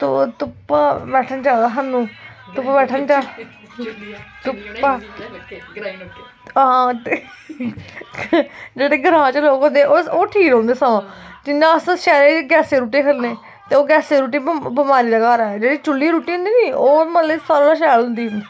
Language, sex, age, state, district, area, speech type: Dogri, female, 18-30, Jammu and Kashmir, Kathua, rural, spontaneous